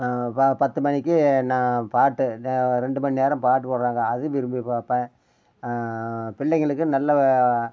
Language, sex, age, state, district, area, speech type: Tamil, male, 60+, Tamil Nadu, Namakkal, rural, spontaneous